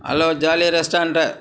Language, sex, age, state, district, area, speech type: Tamil, male, 60+, Tamil Nadu, Dharmapuri, rural, spontaneous